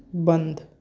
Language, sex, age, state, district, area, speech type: Hindi, male, 18-30, Madhya Pradesh, Bhopal, rural, read